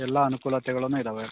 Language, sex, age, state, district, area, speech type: Kannada, male, 45-60, Karnataka, Davanagere, urban, conversation